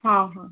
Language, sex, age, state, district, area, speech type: Odia, female, 18-30, Odisha, Bhadrak, rural, conversation